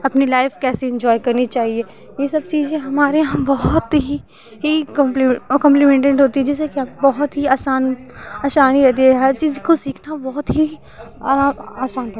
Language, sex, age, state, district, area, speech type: Hindi, female, 18-30, Uttar Pradesh, Ghazipur, rural, spontaneous